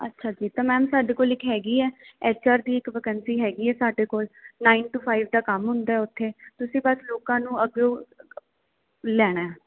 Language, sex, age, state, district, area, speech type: Punjabi, female, 18-30, Punjab, Jalandhar, urban, conversation